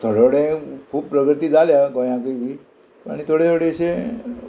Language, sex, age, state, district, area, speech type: Goan Konkani, male, 60+, Goa, Murmgao, rural, spontaneous